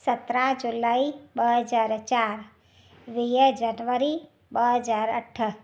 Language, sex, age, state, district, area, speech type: Sindhi, female, 45-60, Gujarat, Ahmedabad, rural, spontaneous